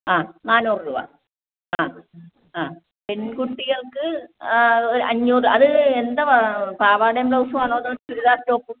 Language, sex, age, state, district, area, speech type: Malayalam, female, 60+, Kerala, Alappuzha, rural, conversation